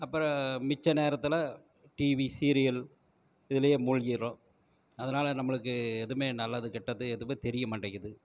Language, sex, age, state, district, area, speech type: Tamil, male, 45-60, Tamil Nadu, Erode, rural, spontaneous